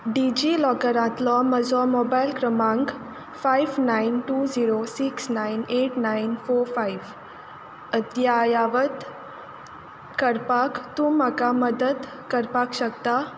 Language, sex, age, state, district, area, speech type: Goan Konkani, female, 18-30, Goa, Quepem, rural, read